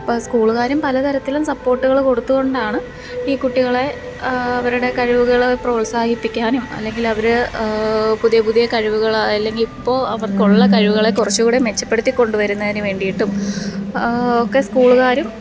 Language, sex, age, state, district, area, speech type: Malayalam, female, 30-45, Kerala, Pathanamthitta, rural, spontaneous